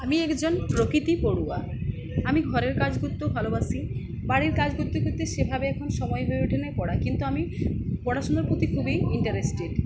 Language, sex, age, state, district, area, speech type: Bengali, female, 30-45, West Bengal, Uttar Dinajpur, rural, spontaneous